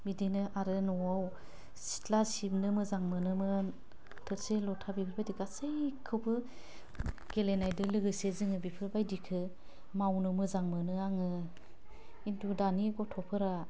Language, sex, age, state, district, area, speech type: Bodo, female, 30-45, Assam, Udalguri, urban, spontaneous